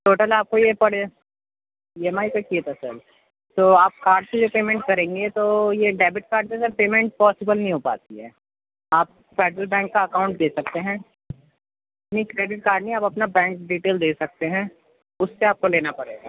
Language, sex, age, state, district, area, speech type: Urdu, male, 18-30, Uttar Pradesh, Gautam Buddha Nagar, urban, conversation